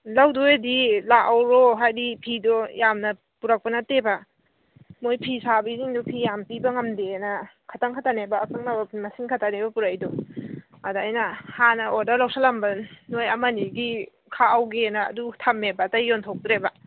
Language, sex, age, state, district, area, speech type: Manipuri, female, 18-30, Manipur, Kangpokpi, urban, conversation